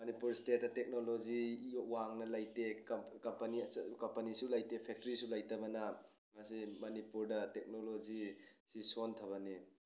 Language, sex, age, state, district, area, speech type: Manipuri, male, 30-45, Manipur, Tengnoupal, urban, spontaneous